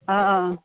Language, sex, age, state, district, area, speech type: Assamese, female, 30-45, Assam, Morigaon, rural, conversation